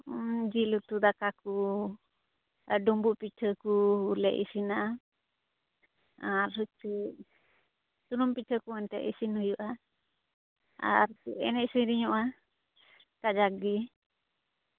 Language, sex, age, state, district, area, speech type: Santali, female, 30-45, West Bengal, Uttar Dinajpur, rural, conversation